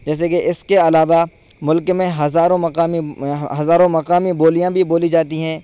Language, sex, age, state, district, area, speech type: Urdu, male, 18-30, Uttar Pradesh, Saharanpur, urban, spontaneous